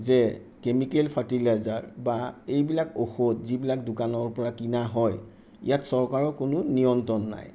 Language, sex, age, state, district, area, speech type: Assamese, male, 60+, Assam, Sonitpur, urban, spontaneous